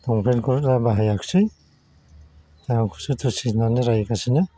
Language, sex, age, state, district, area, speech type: Bodo, male, 60+, Assam, Chirang, rural, spontaneous